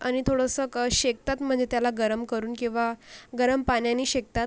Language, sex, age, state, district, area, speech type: Marathi, female, 45-60, Maharashtra, Akola, rural, spontaneous